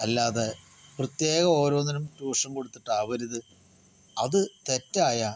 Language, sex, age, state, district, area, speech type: Malayalam, male, 45-60, Kerala, Palakkad, rural, spontaneous